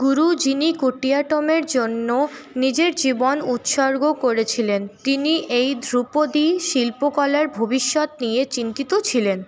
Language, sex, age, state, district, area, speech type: Bengali, female, 30-45, West Bengal, Paschim Bardhaman, urban, read